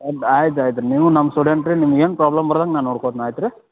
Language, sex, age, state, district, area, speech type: Kannada, male, 30-45, Karnataka, Belgaum, rural, conversation